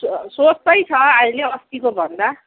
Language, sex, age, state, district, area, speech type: Nepali, female, 45-60, West Bengal, Jalpaiguri, urban, conversation